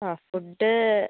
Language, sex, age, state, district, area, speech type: Malayalam, female, 45-60, Kerala, Wayanad, rural, conversation